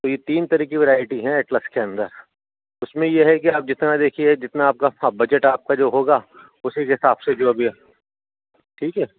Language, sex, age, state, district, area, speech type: Urdu, male, 45-60, Uttar Pradesh, Rampur, urban, conversation